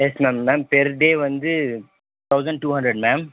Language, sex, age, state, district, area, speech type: Tamil, male, 18-30, Tamil Nadu, Dharmapuri, urban, conversation